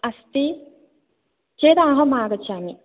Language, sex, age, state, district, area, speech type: Sanskrit, female, 18-30, Kerala, Thrissur, rural, conversation